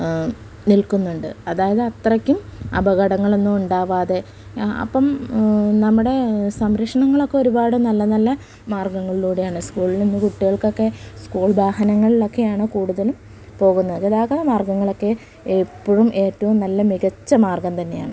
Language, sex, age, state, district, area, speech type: Malayalam, female, 30-45, Kerala, Malappuram, rural, spontaneous